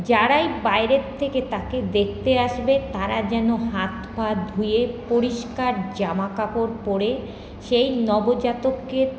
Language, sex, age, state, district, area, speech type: Bengali, female, 30-45, West Bengal, Paschim Bardhaman, urban, spontaneous